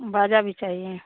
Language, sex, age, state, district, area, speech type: Hindi, female, 18-30, Bihar, Samastipur, urban, conversation